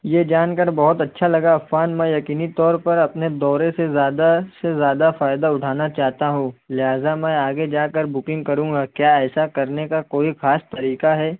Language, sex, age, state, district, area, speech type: Urdu, male, 60+, Maharashtra, Nashik, urban, conversation